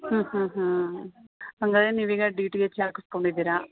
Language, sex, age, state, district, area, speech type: Kannada, female, 30-45, Karnataka, Mandya, urban, conversation